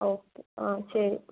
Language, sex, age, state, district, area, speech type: Malayalam, female, 18-30, Kerala, Kannur, rural, conversation